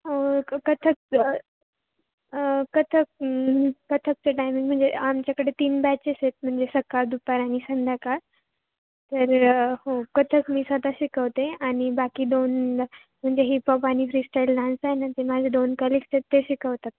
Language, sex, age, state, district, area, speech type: Marathi, female, 18-30, Maharashtra, Ahmednagar, rural, conversation